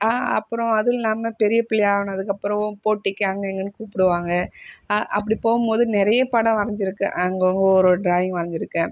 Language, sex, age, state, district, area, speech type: Tamil, female, 30-45, Tamil Nadu, Viluppuram, urban, spontaneous